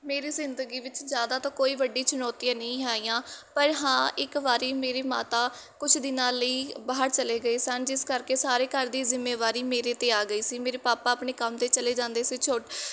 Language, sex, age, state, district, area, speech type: Punjabi, female, 18-30, Punjab, Mohali, rural, spontaneous